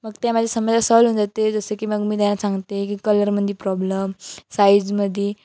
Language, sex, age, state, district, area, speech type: Marathi, female, 18-30, Maharashtra, Wardha, rural, spontaneous